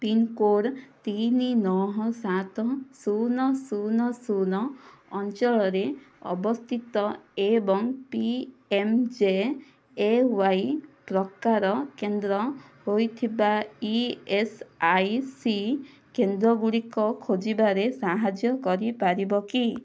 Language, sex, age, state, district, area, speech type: Odia, female, 18-30, Odisha, Kandhamal, rural, read